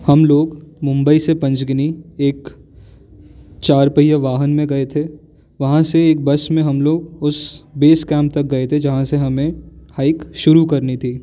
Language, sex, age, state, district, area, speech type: Hindi, male, 18-30, Madhya Pradesh, Jabalpur, urban, spontaneous